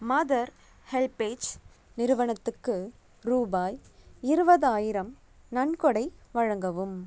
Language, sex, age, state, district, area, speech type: Tamil, female, 18-30, Tamil Nadu, Nagapattinam, rural, read